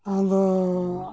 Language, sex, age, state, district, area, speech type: Santali, male, 45-60, West Bengal, Malda, rural, spontaneous